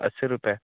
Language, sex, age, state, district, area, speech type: Hindi, male, 18-30, Uttar Pradesh, Varanasi, rural, conversation